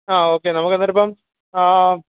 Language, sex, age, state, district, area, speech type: Malayalam, male, 30-45, Kerala, Kollam, rural, conversation